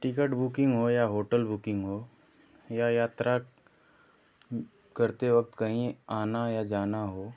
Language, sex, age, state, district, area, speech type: Hindi, male, 30-45, Uttar Pradesh, Ghazipur, urban, spontaneous